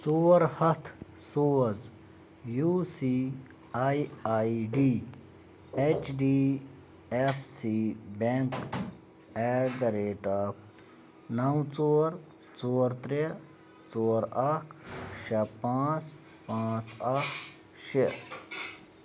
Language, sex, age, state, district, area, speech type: Kashmiri, male, 30-45, Jammu and Kashmir, Bandipora, rural, read